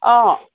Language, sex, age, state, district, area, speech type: Assamese, female, 30-45, Assam, Jorhat, urban, conversation